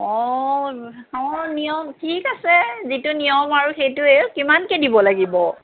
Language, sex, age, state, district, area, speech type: Assamese, female, 45-60, Assam, Tinsukia, rural, conversation